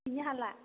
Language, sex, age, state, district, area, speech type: Bodo, female, 18-30, Assam, Chirang, rural, conversation